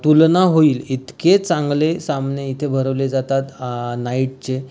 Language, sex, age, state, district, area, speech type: Marathi, male, 30-45, Maharashtra, Raigad, rural, spontaneous